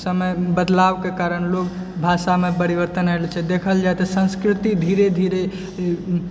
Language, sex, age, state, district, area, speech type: Maithili, male, 18-30, Bihar, Purnia, urban, spontaneous